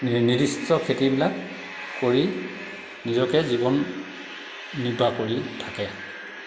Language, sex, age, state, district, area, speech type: Assamese, male, 45-60, Assam, Dhemaji, rural, spontaneous